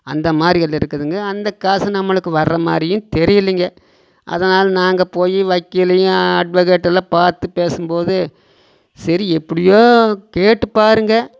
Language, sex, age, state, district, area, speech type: Tamil, male, 45-60, Tamil Nadu, Coimbatore, rural, spontaneous